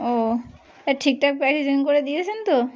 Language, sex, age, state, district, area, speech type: Bengali, female, 30-45, West Bengal, Birbhum, urban, spontaneous